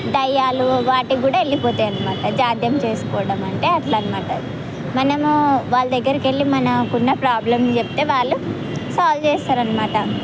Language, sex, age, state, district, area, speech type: Telugu, female, 18-30, Telangana, Mahbubnagar, rural, spontaneous